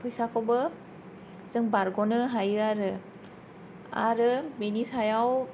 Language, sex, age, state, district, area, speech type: Bodo, female, 18-30, Assam, Kokrajhar, rural, spontaneous